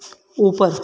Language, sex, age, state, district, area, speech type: Hindi, male, 18-30, Madhya Pradesh, Ujjain, rural, read